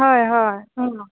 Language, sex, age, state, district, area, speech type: Assamese, female, 18-30, Assam, Goalpara, urban, conversation